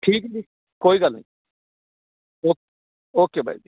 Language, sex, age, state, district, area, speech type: Punjabi, male, 30-45, Punjab, Mansa, rural, conversation